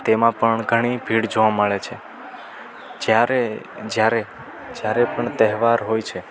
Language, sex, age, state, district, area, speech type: Gujarati, male, 18-30, Gujarat, Rajkot, rural, spontaneous